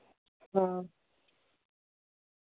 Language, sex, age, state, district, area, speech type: Dogri, female, 45-60, Jammu and Kashmir, Reasi, rural, conversation